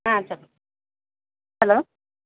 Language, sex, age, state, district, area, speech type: Telugu, female, 30-45, Telangana, Medak, urban, conversation